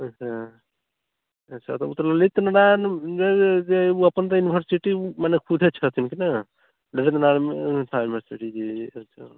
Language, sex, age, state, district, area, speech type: Maithili, male, 45-60, Bihar, Sitamarhi, rural, conversation